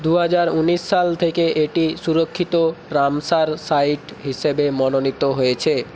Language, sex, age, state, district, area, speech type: Bengali, male, 18-30, West Bengal, Bankura, urban, read